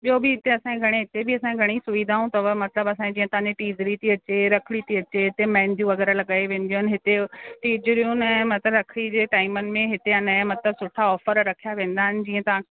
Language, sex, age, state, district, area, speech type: Sindhi, female, 30-45, Rajasthan, Ajmer, urban, conversation